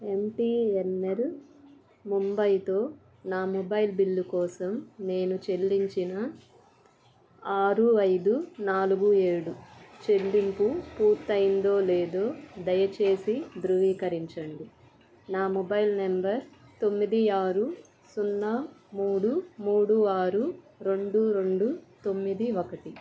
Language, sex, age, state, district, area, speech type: Telugu, female, 30-45, Andhra Pradesh, Bapatla, rural, read